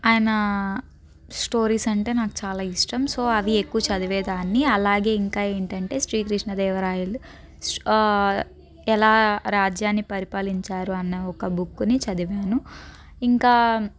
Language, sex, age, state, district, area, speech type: Telugu, female, 18-30, Andhra Pradesh, Guntur, urban, spontaneous